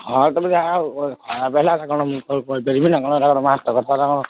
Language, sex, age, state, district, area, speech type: Odia, male, 18-30, Odisha, Kendujhar, urban, conversation